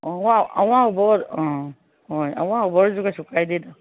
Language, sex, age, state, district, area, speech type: Manipuri, female, 60+, Manipur, Kangpokpi, urban, conversation